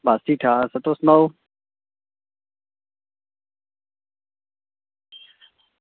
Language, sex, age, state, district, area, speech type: Dogri, male, 18-30, Jammu and Kashmir, Samba, rural, conversation